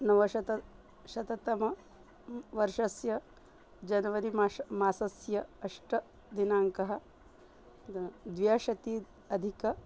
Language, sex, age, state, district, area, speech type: Sanskrit, female, 30-45, Maharashtra, Nagpur, urban, spontaneous